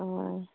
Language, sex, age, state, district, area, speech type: Manipuri, female, 18-30, Manipur, Kangpokpi, urban, conversation